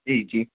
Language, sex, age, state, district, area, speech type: Sindhi, male, 18-30, Gujarat, Junagadh, urban, conversation